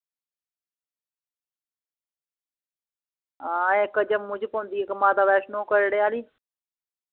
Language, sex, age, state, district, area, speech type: Dogri, female, 45-60, Jammu and Kashmir, Reasi, rural, conversation